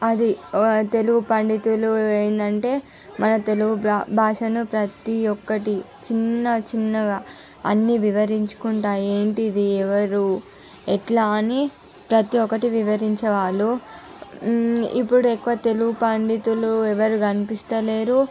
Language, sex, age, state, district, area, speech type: Telugu, female, 45-60, Andhra Pradesh, Visakhapatnam, urban, spontaneous